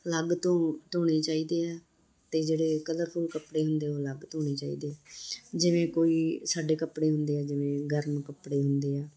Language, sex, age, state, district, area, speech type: Punjabi, female, 30-45, Punjab, Muktsar, urban, spontaneous